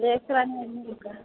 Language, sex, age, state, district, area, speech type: Hindi, female, 30-45, Bihar, Vaishali, rural, conversation